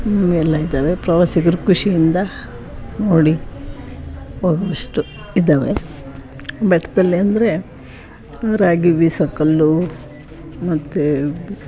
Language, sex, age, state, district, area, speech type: Kannada, female, 60+, Karnataka, Chitradurga, rural, spontaneous